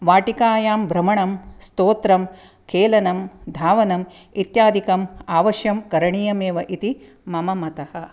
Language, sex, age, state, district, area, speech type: Sanskrit, female, 45-60, Karnataka, Dakshina Kannada, urban, spontaneous